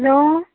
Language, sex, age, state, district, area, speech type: Assamese, female, 30-45, Assam, Majuli, urban, conversation